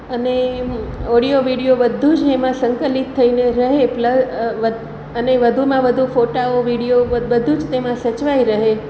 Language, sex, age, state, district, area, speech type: Gujarati, female, 45-60, Gujarat, Surat, rural, spontaneous